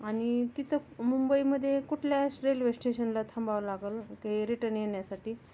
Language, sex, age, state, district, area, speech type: Marathi, female, 30-45, Maharashtra, Osmanabad, rural, spontaneous